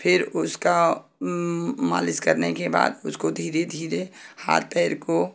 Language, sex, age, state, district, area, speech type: Hindi, female, 45-60, Uttar Pradesh, Ghazipur, rural, spontaneous